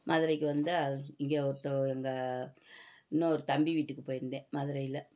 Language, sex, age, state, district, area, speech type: Tamil, female, 60+, Tamil Nadu, Madurai, urban, spontaneous